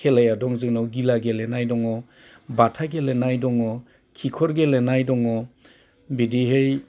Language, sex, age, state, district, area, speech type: Bodo, male, 45-60, Assam, Udalguri, urban, spontaneous